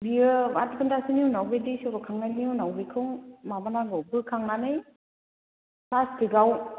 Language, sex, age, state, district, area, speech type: Bodo, female, 30-45, Assam, Kokrajhar, rural, conversation